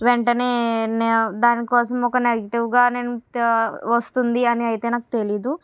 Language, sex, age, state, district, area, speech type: Telugu, female, 45-60, Andhra Pradesh, Kakinada, urban, spontaneous